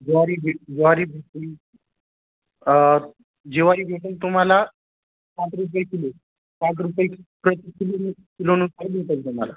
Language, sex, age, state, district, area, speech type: Marathi, male, 30-45, Maharashtra, Nanded, urban, conversation